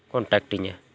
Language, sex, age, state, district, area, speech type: Santali, male, 45-60, Jharkhand, Bokaro, rural, spontaneous